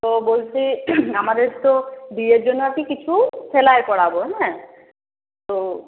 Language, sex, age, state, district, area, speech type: Bengali, female, 60+, West Bengal, Paschim Bardhaman, urban, conversation